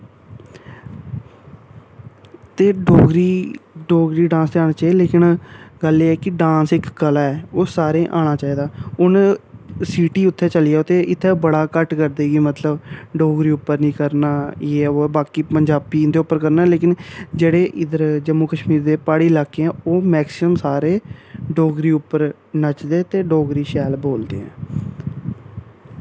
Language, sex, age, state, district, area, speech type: Dogri, male, 18-30, Jammu and Kashmir, Samba, rural, spontaneous